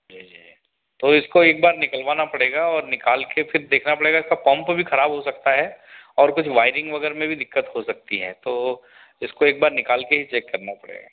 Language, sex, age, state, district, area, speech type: Hindi, male, 45-60, Madhya Pradesh, Betul, urban, conversation